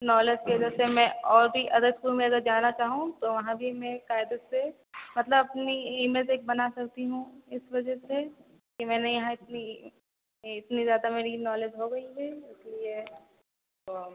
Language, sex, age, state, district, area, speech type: Hindi, female, 30-45, Uttar Pradesh, Sitapur, rural, conversation